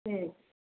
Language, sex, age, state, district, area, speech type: Urdu, female, 18-30, Uttar Pradesh, Gautam Buddha Nagar, urban, conversation